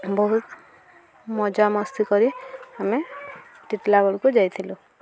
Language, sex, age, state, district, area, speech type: Odia, female, 18-30, Odisha, Subarnapur, rural, spontaneous